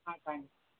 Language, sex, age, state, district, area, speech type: Tamil, male, 18-30, Tamil Nadu, Thanjavur, rural, conversation